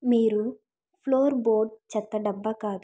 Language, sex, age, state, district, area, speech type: Telugu, female, 45-60, Andhra Pradesh, East Godavari, urban, read